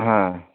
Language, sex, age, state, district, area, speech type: Bengali, male, 60+, West Bengal, Hooghly, rural, conversation